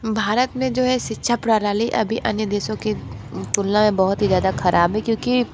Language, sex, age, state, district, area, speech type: Hindi, female, 30-45, Uttar Pradesh, Sonbhadra, rural, spontaneous